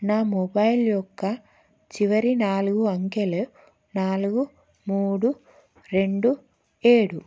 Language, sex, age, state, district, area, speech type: Telugu, female, 30-45, Telangana, Karimnagar, urban, spontaneous